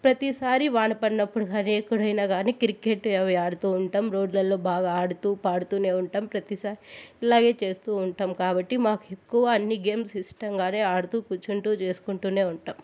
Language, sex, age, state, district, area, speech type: Telugu, female, 18-30, Andhra Pradesh, Sri Balaji, urban, spontaneous